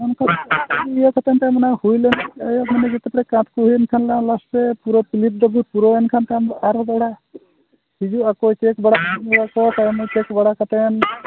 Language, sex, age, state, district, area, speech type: Santali, male, 60+, Odisha, Mayurbhanj, rural, conversation